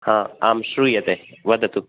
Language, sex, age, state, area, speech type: Sanskrit, male, 18-30, Rajasthan, urban, conversation